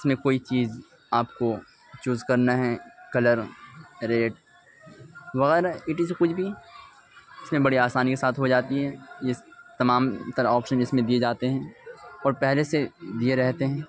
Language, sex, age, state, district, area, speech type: Urdu, male, 18-30, Uttar Pradesh, Ghaziabad, urban, spontaneous